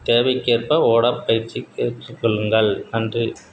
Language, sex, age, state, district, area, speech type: Tamil, male, 60+, Tamil Nadu, Tiruchirappalli, rural, spontaneous